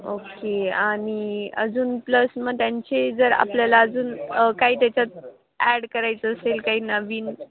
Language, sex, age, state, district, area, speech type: Marathi, female, 18-30, Maharashtra, Nashik, urban, conversation